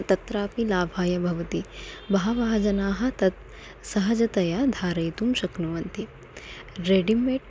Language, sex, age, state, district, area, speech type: Sanskrit, female, 30-45, Maharashtra, Nagpur, urban, spontaneous